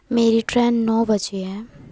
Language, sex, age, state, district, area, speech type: Hindi, female, 18-30, Madhya Pradesh, Hoshangabad, urban, spontaneous